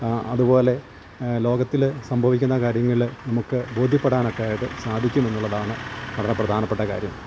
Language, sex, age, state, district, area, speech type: Malayalam, male, 60+, Kerala, Idukki, rural, spontaneous